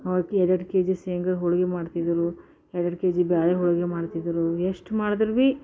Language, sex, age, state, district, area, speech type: Kannada, female, 45-60, Karnataka, Bidar, urban, spontaneous